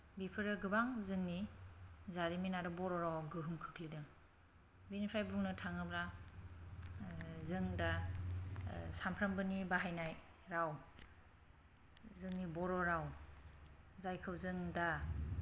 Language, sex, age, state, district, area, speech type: Bodo, female, 30-45, Assam, Kokrajhar, rural, spontaneous